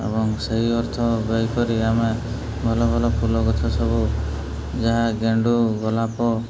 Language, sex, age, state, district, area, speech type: Odia, male, 30-45, Odisha, Mayurbhanj, rural, spontaneous